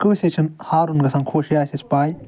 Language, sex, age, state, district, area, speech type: Kashmiri, male, 30-45, Jammu and Kashmir, Ganderbal, rural, spontaneous